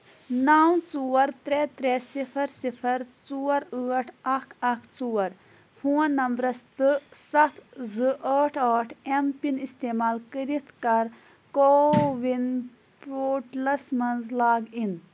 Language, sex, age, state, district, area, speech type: Kashmiri, female, 30-45, Jammu and Kashmir, Pulwama, rural, read